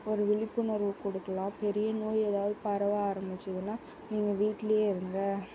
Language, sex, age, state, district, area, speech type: Tamil, female, 18-30, Tamil Nadu, Salem, rural, spontaneous